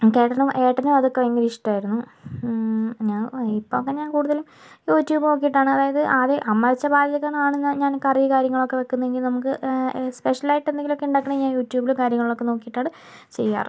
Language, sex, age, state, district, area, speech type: Malayalam, female, 45-60, Kerala, Kozhikode, urban, spontaneous